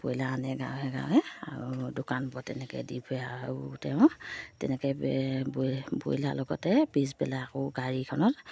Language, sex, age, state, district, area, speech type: Assamese, female, 30-45, Assam, Sivasagar, rural, spontaneous